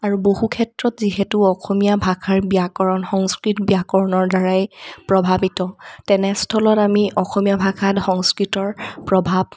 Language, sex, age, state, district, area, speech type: Assamese, female, 18-30, Assam, Sonitpur, rural, spontaneous